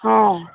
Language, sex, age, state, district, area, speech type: Odia, female, 45-60, Odisha, Angul, rural, conversation